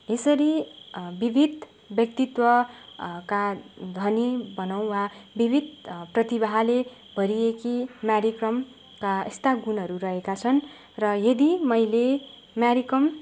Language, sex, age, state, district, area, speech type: Nepali, female, 18-30, West Bengal, Darjeeling, rural, spontaneous